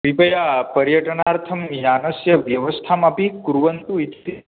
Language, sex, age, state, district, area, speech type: Sanskrit, male, 18-30, Manipur, Kangpokpi, rural, conversation